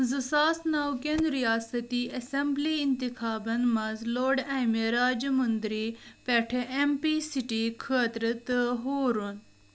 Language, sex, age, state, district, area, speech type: Kashmiri, female, 18-30, Jammu and Kashmir, Budgam, rural, read